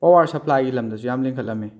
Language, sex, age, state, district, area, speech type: Manipuri, male, 30-45, Manipur, Kakching, rural, spontaneous